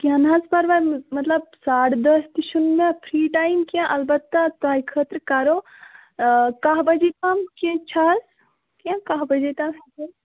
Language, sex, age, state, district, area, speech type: Kashmiri, female, 18-30, Jammu and Kashmir, Pulwama, rural, conversation